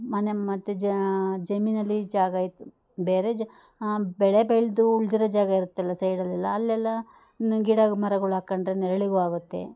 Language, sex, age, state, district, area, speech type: Kannada, female, 30-45, Karnataka, Chikkamagaluru, rural, spontaneous